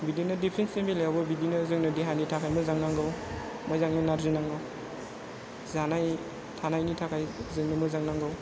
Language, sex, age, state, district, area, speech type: Bodo, female, 30-45, Assam, Chirang, rural, spontaneous